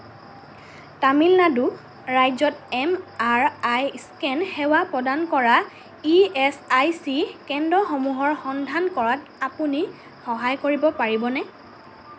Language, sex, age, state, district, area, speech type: Assamese, female, 18-30, Assam, Lakhimpur, urban, read